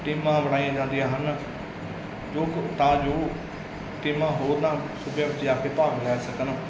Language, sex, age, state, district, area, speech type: Punjabi, male, 30-45, Punjab, Mansa, urban, spontaneous